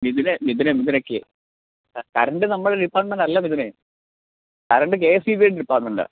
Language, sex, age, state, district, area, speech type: Malayalam, male, 18-30, Kerala, Pathanamthitta, rural, conversation